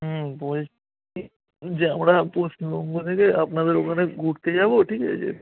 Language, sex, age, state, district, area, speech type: Bengali, male, 18-30, West Bengal, Darjeeling, rural, conversation